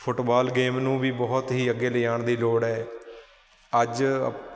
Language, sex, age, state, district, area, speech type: Punjabi, male, 30-45, Punjab, Shaheed Bhagat Singh Nagar, urban, spontaneous